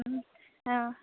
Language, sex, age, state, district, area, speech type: Assamese, female, 18-30, Assam, Lakhimpur, rural, conversation